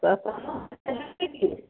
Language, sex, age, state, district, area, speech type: Maithili, female, 30-45, Bihar, Madhepura, urban, conversation